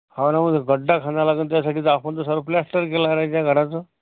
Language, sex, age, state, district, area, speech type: Marathi, male, 45-60, Maharashtra, Amravati, rural, conversation